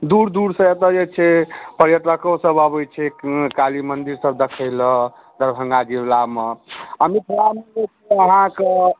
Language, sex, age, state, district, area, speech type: Maithili, male, 30-45, Bihar, Darbhanga, rural, conversation